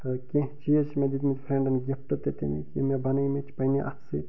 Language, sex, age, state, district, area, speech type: Kashmiri, male, 30-45, Jammu and Kashmir, Bandipora, rural, spontaneous